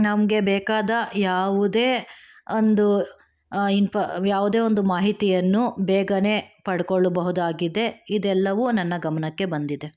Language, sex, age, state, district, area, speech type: Kannada, female, 18-30, Karnataka, Chikkaballapur, rural, spontaneous